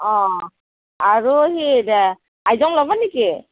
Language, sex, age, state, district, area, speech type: Assamese, female, 45-60, Assam, Kamrup Metropolitan, urban, conversation